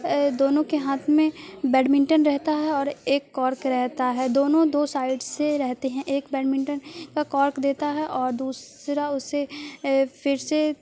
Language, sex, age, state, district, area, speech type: Urdu, female, 30-45, Bihar, Supaul, urban, spontaneous